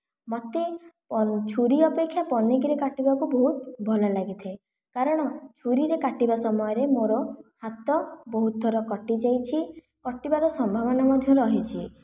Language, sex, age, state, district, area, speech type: Odia, female, 45-60, Odisha, Khordha, rural, spontaneous